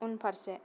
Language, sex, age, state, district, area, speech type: Bodo, female, 18-30, Assam, Kokrajhar, rural, read